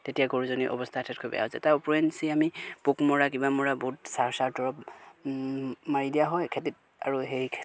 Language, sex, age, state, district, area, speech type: Assamese, male, 30-45, Assam, Golaghat, rural, spontaneous